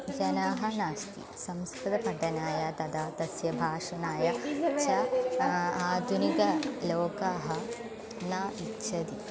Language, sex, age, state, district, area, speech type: Sanskrit, female, 18-30, Kerala, Thrissur, urban, spontaneous